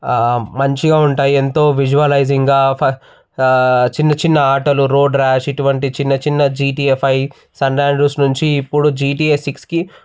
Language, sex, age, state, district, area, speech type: Telugu, male, 18-30, Telangana, Medchal, urban, spontaneous